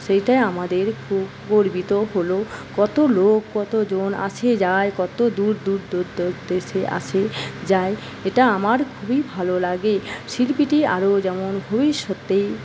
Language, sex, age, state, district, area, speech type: Bengali, female, 30-45, West Bengal, Paschim Medinipur, rural, spontaneous